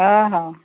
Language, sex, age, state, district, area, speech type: Odia, female, 60+, Odisha, Gajapati, rural, conversation